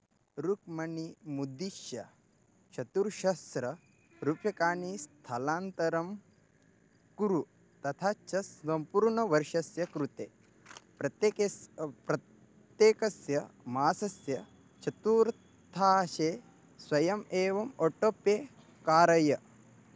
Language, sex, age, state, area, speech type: Sanskrit, male, 18-30, Maharashtra, rural, read